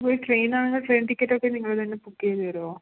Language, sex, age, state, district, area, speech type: Malayalam, female, 30-45, Kerala, Kasaragod, rural, conversation